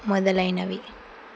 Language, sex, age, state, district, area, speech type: Telugu, female, 45-60, Andhra Pradesh, Kurnool, rural, spontaneous